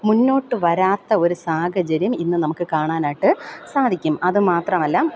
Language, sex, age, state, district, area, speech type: Malayalam, female, 30-45, Kerala, Thiruvananthapuram, urban, spontaneous